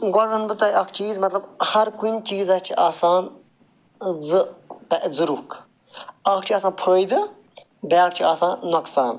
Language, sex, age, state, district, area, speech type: Kashmiri, male, 45-60, Jammu and Kashmir, Srinagar, rural, spontaneous